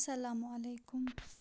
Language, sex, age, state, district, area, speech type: Kashmiri, female, 18-30, Jammu and Kashmir, Kupwara, rural, spontaneous